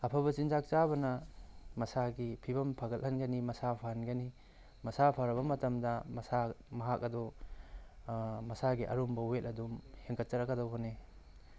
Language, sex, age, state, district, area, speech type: Manipuri, male, 45-60, Manipur, Tengnoupal, rural, spontaneous